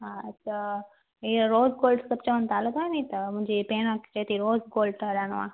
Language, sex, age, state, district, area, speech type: Sindhi, female, 18-30, Gujarat, Junagadh, rural, conversation